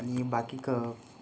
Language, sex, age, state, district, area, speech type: Marathi, male, 18-30, Maharashtra, Yavatmal, rural, spontaneous